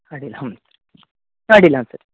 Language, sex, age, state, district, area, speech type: Kannada, male, 18-30, Karnataka, Uttara Kannada, rural, conversation